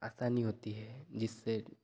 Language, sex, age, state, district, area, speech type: Hindi, male, 30-45, Madhya Pradesh, Betul, rural, spontaneous